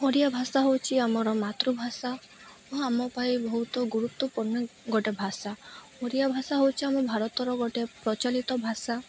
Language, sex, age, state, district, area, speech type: Odia, female, 18-30, Odisha, Malkangiri, urban, spontaneous